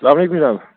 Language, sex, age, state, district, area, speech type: Kashmiri, male, 30-45, Jammu and Kashmir, Kulgam, urban, conversation